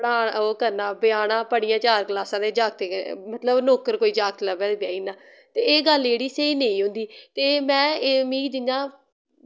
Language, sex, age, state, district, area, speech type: Dogri, female, 18-30, Jammu and Kashmir, Samba, rural, spontaneous